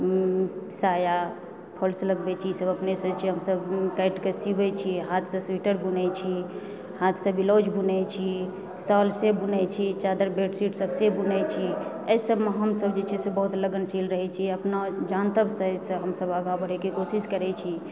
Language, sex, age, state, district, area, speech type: Maithili, female, 30-45, Bihar, Supaul, rural, spontaneous